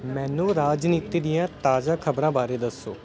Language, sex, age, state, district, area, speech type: Punjabi, male, 18-30, Punjab, Ludhiana, urban, read